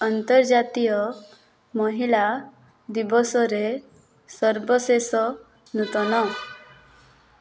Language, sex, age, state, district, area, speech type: Odia, female, 18-30, Odisha, Rayagada, rural, read